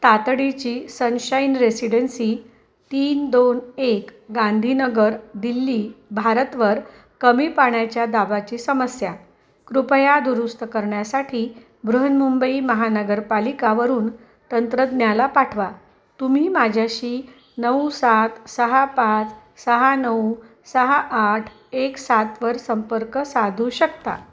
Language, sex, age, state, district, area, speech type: Marathi, female, 45-60, Maharashtra, Osmanabad, rural, read